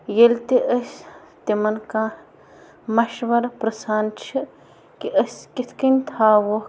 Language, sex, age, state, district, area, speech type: Kashmiri, female, 18-30, Jammu and Kashmir, Bandipora, rural, spontaneous